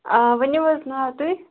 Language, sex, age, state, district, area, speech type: Kashmiri, female, 18-30, Jammu and Kashmir, Kupwara, rural, conversation